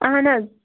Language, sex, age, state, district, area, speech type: Kashmiri, female, 18-30, Jammu and Kashmir, Anantnag, rural, conversation